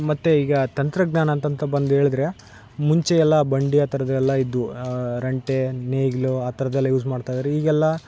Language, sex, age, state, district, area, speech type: Kannada, male, 18-30, Karnataka, Vijayanagara, rural, spontaneous